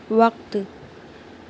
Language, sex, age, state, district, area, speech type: Urdu, other, 18-30, Uttar Pradesh, Mau, urban, read